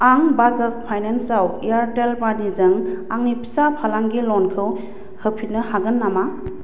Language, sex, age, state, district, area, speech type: Bodo, female, 30-45, Assam, Baksa, urban, read